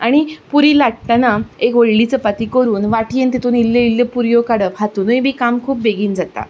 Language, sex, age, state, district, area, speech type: Goan Konkani, female, 30-45, Goa, Ponda, rural, spontaneous